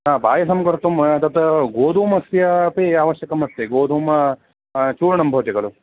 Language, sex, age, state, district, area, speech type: Sanskrit, male, 18-30, Karnataka, Uttara Kannada, rural, conversation